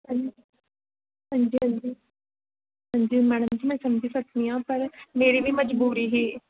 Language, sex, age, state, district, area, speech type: Dogri, female, 18-30, Jammu and Kashmir, Reasi, urban, conversation